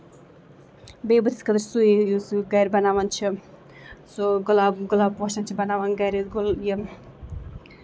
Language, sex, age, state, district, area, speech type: Kashmiri, female, 45-60, Jammu and Kashmir, Ganderbal, rural, spontaneous